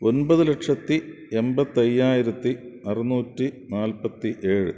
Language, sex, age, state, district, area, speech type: Malayalam, male, 60+, Kerala, Thiruvananthapuram, urban, spontaneous